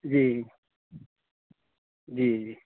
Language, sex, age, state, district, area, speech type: Urdu, male, 30-45, Uttar Pradesh, Azamgarh, rural, conversation